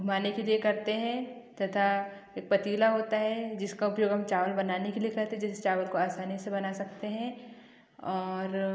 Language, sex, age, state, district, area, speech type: Hindi, female, 18-30, Madhya Pradesh, Betul, rural, spontaneous